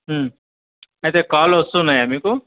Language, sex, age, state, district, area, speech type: Telugu, male, 30-45, Andhra Pradesh, Krishna, urban, conversation